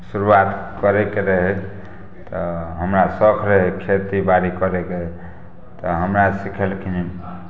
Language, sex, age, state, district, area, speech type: Maithili, male, 30-45, Bihar, Samastipur, rural, spontaneous